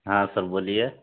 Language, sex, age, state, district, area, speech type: Urdu, male, 30-45, Bihar, Supaul, rural, conversation